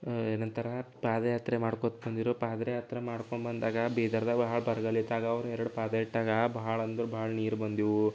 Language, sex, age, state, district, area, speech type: Kannada, male, 18-30, Karnataka, Bidar, urban, spontaneous